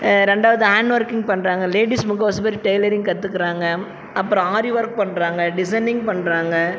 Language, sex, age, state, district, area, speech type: Tamil, female, 45-60, Tamil Nadu, Tiruvannamalai, urban, spontaneous